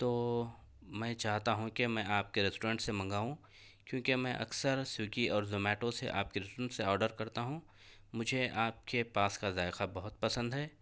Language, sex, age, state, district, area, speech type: Urdu, male, 45-60, Telangana, Hyderabad, urban, spontaneous